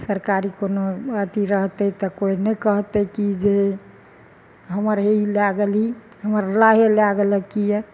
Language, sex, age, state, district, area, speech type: Maithili, female, 60+, Bihar, Madhepura, urban, spontaneous